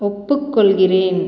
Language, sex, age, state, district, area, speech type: Tamil, female, 30-45, Tamil Nadu, Cuddalore, rural, read